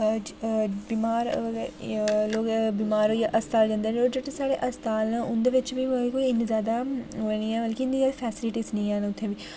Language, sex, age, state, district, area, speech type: Dogri, female, 18-30, Jammu and Kashmir, Jammu, rural, spontaneous